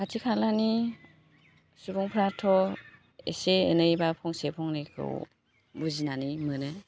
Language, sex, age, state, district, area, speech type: Bodo, female, 30-45, Assam, Baksa, rural, spontaneous